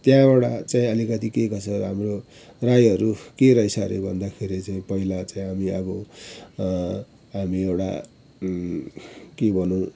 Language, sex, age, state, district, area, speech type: Nepali, male, 60+, West Bengal, Kalimpong, rural, spontaneous